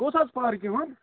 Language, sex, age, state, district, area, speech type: Kashmiri, male, 18-30, Jammu and Kashmir, Budgam, rural, conversation